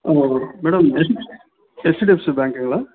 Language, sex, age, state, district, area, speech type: Tamil, male, 18-30, Tamil Nadu, Ranipet, urban, conversation